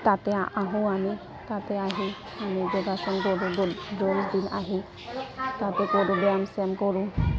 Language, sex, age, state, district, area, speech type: Assamese, female, 30-45, Assam, Goalpara, rural, spontaneous